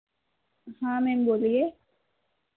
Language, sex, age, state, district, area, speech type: Hindi, female, 30-45, Madhya Pradesh, Harda, urban, conversation